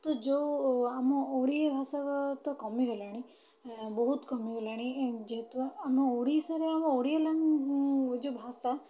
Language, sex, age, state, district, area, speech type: Odia, female, 30-45, Odisha, Bhadrak, rural, spontaneous